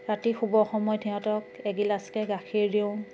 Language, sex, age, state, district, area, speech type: Assamese, female, 30-45, Assam, Biswanath, rural, spontaneous